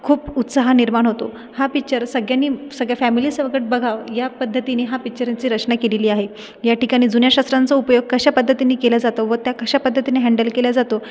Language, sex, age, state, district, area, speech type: Marathi, female, 18-30, Maharashtra, Buldhana, urban, spontaneous